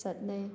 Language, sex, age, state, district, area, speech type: Manipuri, female, 18-30, Manipur, Thoubal, rural, spontaneous